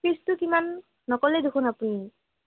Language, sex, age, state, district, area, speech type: Assamese, female, 18-30, Assam, Kamrup Metropolitan, urban, conversation